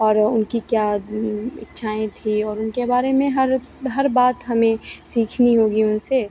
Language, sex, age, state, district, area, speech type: Hindi, female, 18-30, Bihar, Begusarai, rural, spontaneous